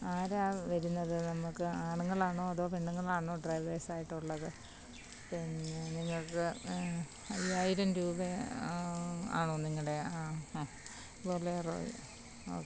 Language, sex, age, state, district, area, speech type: Malayalam, female, 30-45, Kerala, Kottayam, rural, spontaneous